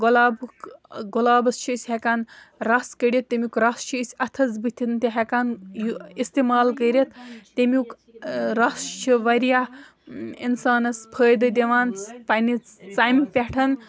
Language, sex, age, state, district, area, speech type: Kashmiri, female, 18-30, Jammu and Kashmir, Baramulla, rural, spontaneous